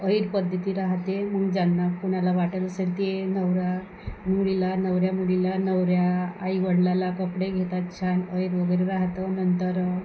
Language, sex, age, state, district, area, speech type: Marathi, female, 30-45, Maharashtra, Wardha, rural, spontaneous